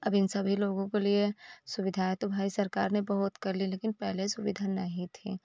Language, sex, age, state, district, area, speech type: Hindi, female, 30-45, Uttar Pradesh, Prayagraj, rural, spontaneous